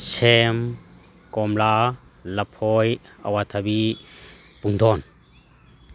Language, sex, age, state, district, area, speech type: Manipuri, male, 45-60, Manipur, Kakching, rural, spontaneous